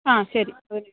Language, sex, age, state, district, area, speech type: Malayalam, female, 30-45, Kerala, Alappuzha, rural, conversation